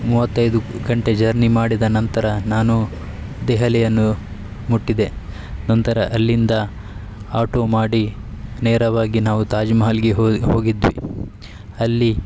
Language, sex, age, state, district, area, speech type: Kannada, male, 30-45, Karnataka, Udupi, rural, spontaneous